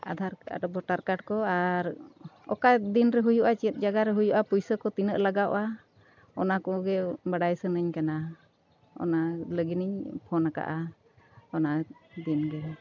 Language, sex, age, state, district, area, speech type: Santali, female, 45-60, Jharkhand, Bokaro, rural, spontaneous